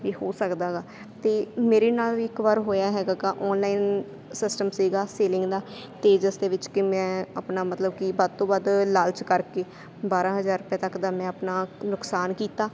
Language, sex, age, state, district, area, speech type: Punjabi, female, 18-30, Punjab, Sangrur, rural, spontaneous